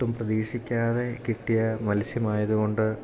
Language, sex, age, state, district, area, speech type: Malayalam, male, 18-30, Kerala, Idukki, rural, spontaneous